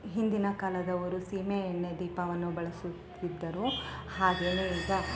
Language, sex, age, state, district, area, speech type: Kannada, female, 30-45, Karnataka, Chikkamagaluru, rural, spontaneous